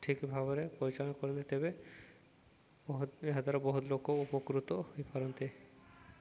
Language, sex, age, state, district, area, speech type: Odia, male, 18-30, Odisha, Subarnapur, urban, spontaneous